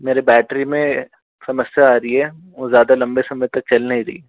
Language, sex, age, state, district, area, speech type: Hindi, male, 60+, Rajasthan, Jaipur, urban, conversation